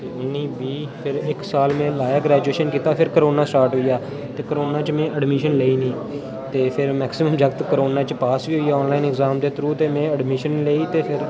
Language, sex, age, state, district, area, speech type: Dogri, male, 18-30, Jammu and Kashmir, Udhampur, rural, spontaneous